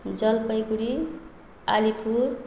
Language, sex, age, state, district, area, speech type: Nepali, female, 30-45, West Bengal, Alipurduar, urban, spontaneous